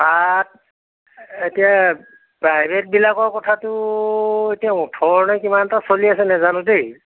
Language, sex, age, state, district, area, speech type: Assamese, male, 60+, Assam, Golaghat, urban, conversation